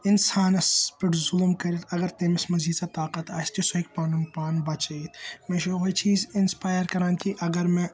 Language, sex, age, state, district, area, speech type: Kashmiri, male, 18-30, Jammu and Kashmir, Srinagar, urban, spontaneous